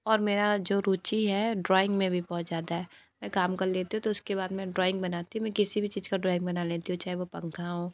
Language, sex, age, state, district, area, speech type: Hindi, female, 30-45, Uttar Pradesh, Sonbhadra, rural, spontaneous